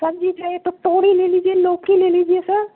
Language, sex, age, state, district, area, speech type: Urdu, male, 30-45, Uttar Pradesh, Gautam Buddha Nagar, rural, conversation